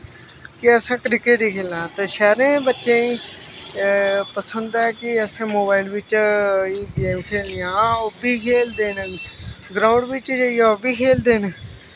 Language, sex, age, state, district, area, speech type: Dogri, male, 18-30, Jammu and Kashmir, Samba, rural, spontaneous